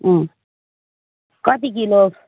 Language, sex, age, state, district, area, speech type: Nepali, female, 60+, West Bengal, Jalpaiguri, rural, conversation